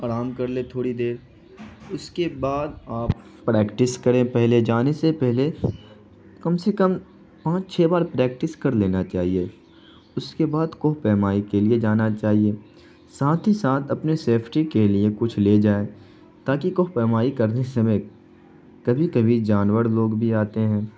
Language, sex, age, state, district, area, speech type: Urdu, male, 18-30, Bihar, Saharsa, rural, spontaneous